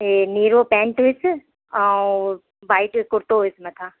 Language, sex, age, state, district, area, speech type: Sindhi, female, 30-45, Madhya Pradesh, Katni, urban, conversation